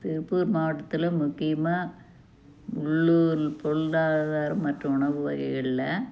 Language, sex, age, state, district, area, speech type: Tamil, female, 60+, Tamil Nadu, Tiruppur, rural, spontaneous